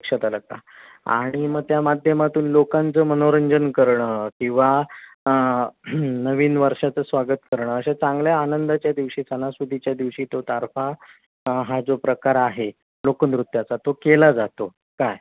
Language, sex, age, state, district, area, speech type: Marathi, male, 30-45, Maharashtra, Sindhudurg, rural, conversation